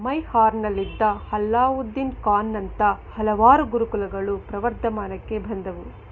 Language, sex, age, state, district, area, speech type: Kannada, female, 18-30, Karnataka, Chikkaballapur, rural, read